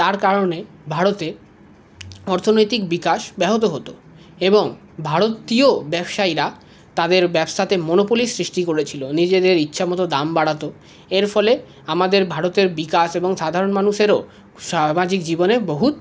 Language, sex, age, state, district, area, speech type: Bengali, male, 45-60, West Bengal, Paschim Bardhaman, urban, spontaneous